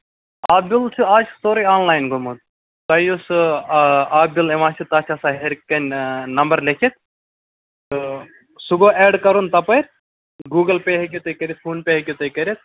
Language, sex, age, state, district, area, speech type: Kashmiri, male, 18-30, Jammu and Kashmir, Baramulla, rural, conversation